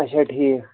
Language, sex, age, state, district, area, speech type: Kashmiri, male, 18-30, Jammu and Kashmir, Baramulla, rural, conversation